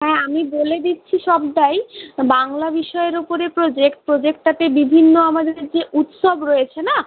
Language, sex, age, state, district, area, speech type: Bengali, female, 45-60, West Bengal, Purulia, urban, conversation